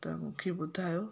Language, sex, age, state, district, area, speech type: Sindhi, female, 30-45, Gujarat, Kutch, urban, spontaneous